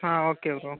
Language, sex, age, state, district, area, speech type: Tamil, male, 30-45, Tamil Nadu, Ariyalur, rural, conversation